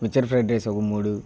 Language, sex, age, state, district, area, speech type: Telugu, male, 18-30, Andhra Pradesh, Bapatla, rural, spontaneous